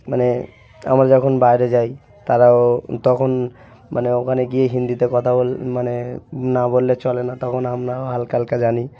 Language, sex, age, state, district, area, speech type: Bengali, male, 30-45, West Bengal, South 24 Parganas, rural, spontaneous